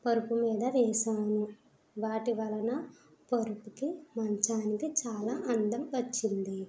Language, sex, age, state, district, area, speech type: Telugu, female, 18-30, Andhra Pradesh, East Godavari, rural, spontaneous